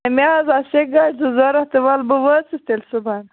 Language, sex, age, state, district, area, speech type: Kashmiri, female, 18-30, Jammu and Kashmir, Baramulla, rural, conversation